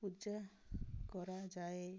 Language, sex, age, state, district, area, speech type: Odia, female, 60+, Odisha, Ganjam, urban, spontaneous